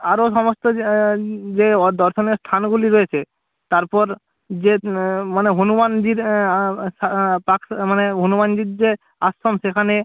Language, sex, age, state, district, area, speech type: Bengali, male, 18-30, West Bengal, Jalpaiguri, rural, conversation